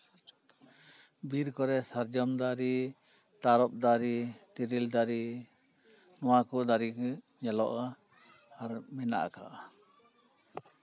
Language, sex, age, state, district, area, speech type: Santali, male, 60+, West Bengal, Purba Bardhaman, rural, spontaneous